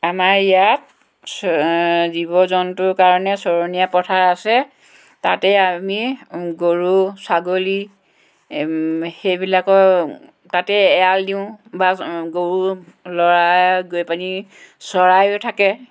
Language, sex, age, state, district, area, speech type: Assamese, female, 60+, Assam, Dhemaji, rural, spontaneous